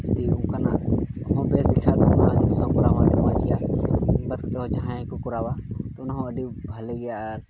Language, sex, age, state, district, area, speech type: Santali, male, 18-30, Jharkhand, Pakur, rural, spontaneous